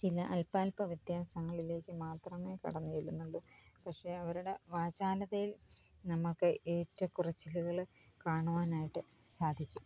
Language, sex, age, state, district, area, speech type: Malayalam, female, 45-60, Kerala, Kottayam, rural, spontaneous